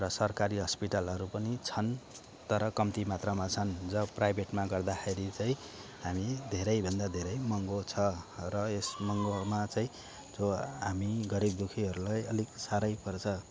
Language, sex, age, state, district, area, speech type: Nepali, male, 30-45, West Bengal, Darjeeling, rural, spontaneous